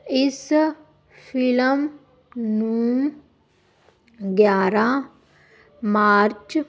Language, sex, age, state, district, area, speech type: Punjabi, female, 18-30, Punjab, Fazilka, rural, read